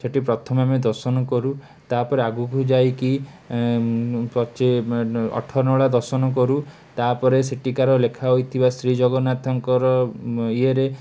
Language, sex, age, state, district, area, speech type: Odia, male, 18-30, Odisha, Cuttack, urban, spontaneous